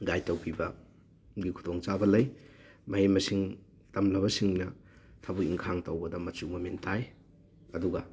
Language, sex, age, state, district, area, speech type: Manipuri, male, 18-30, Manipur, Thoubal, rural, spontaneous